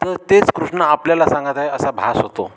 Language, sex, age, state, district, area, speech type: Marathi, male, 45-60, Maharashtra, Amravati, rural, spontaneous